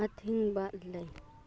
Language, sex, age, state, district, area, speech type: Manipuri, female, 30-45, Manipur, Churachandpur, rural, read